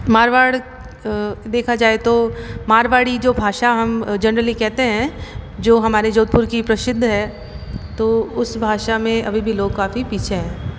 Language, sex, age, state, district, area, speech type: Hindi, female, 18-30, Rajasthan, Jodhpur, urban, spontaneous